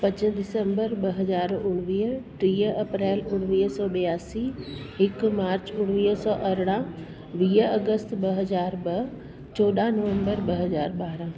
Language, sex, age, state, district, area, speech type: Sindhi, female, 45-60, Delhi, South Delhi, urban, spontaneous